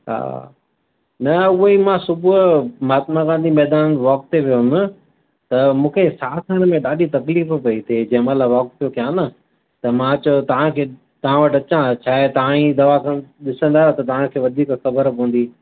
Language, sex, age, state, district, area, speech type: Sindhi, male, 45-60, Maharashtra, Mumbai City, urban, conversation